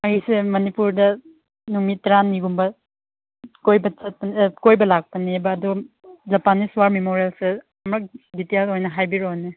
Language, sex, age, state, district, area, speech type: Manipuri, female, 18-30, Manipur, Chandel, rural, conversation